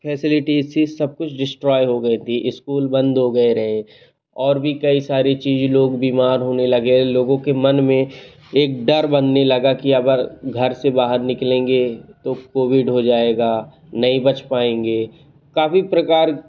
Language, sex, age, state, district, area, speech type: Hindi, male, 18-30, Madhya Pradesh, Jabalpur, urban, spontaneous